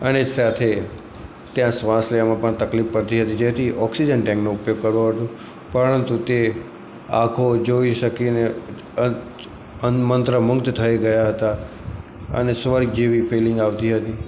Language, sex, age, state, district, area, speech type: Gujarati, male, 18-30, Gujarat, Aravalli, rural, spontaneous